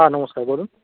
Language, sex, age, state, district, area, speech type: Bengali, male, 30-45, West Bengal, Darjeeling, urban, conversation